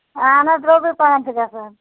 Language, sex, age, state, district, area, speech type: Kashmiri, female, 45-60, Jammu and Kashmir, Ganderbal, rural, conversation